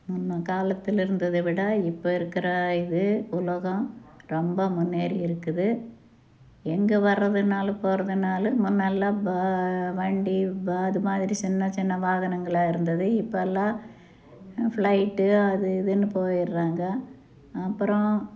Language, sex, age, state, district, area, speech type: Tamil, female, 60+, Tamil Nadu, Tiruppur, rural, spontaneous